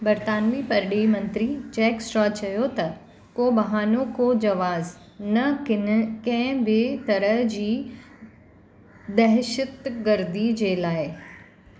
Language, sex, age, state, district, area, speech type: Sindhi, female, 45-60, Maharashtra, Mumbai Suburban, urban, read